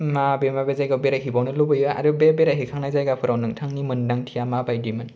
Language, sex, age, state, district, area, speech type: Bodo, male, 18-30, Assam, Kokrajhar, rural, spontaneous